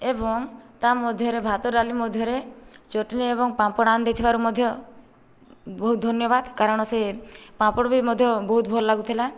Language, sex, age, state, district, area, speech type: Odia, female, 18-30, Odisha, Boudh, rural, spontaneous